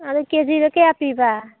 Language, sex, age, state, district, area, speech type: Manipuri, female, 30-45, Manipur, Tengnoupal, rural, conversation